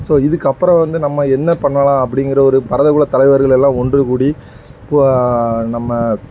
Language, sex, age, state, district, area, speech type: Tamil, male, 30-45, Tamil Nadu, Thoothukudi, urban, spontaneous